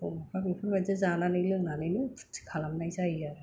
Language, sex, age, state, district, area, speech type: Bodo, female, 45-60, Assam, Kokrajhar, rural, spontaneous